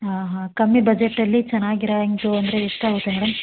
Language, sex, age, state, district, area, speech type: Kannada, female, 30-45, Karnataka, Hassan, urban, conversation